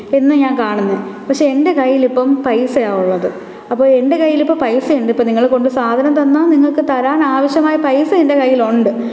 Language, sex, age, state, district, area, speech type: Malayalam, female, 18-30, Kerala, Thiruvananthapuram, urban, spontaneous